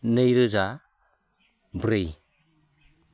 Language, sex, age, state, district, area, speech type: Bodo, male, 45-60, Assam, Baksa, rural, spontaneous